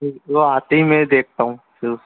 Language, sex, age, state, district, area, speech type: Hindi, male, 18-30, Madhya Pradesh, Harda, urban, conversation